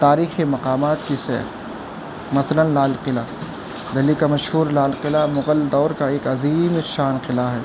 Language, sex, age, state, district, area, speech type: Urdu, male, 18-30, Delhi, North West Delhi, urban, spontaneous